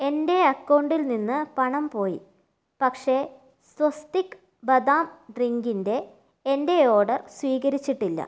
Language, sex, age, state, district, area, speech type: Malayalam, female, 30-45, Kerala, Kannur, rural, read